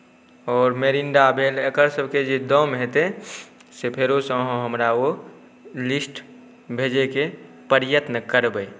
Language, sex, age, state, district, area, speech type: Maithili, male, 18-30, Bihar, Saharsa, rural, spontaneous